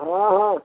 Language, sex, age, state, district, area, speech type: Odia, male, 60+, Odisha, Angul, rural, conversation